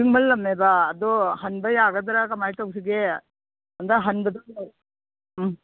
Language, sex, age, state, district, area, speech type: Manipuri, female, 60+, Manipur, Imphal East, urban, conversation